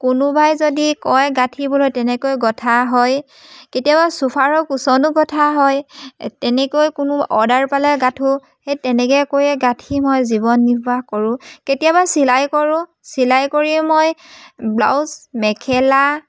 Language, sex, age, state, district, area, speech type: Assamese, female, 30-45, Assam, Dibrugarh, rural, spontaneous